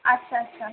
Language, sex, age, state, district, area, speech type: Bengali, female, 30-45, West Bengal, Kolkata, urban, conversation